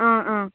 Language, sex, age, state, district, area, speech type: Manipuri, female, 18-30, Manipur, Senapati, rural, conversation